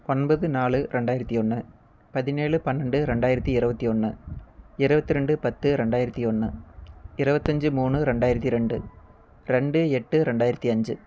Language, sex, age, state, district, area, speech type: Tamil, male, 18-30, Tamil Nadu, Erode, rural, spontaneous